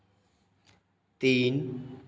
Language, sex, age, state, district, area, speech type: Hindi, male, 30-45, Madhya Pradesh, Hoshangabad, rural, read